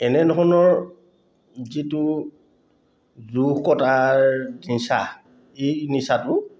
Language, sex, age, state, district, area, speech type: Assamese, male, 45-60, Assam, Dhemaji, rural, spontaneous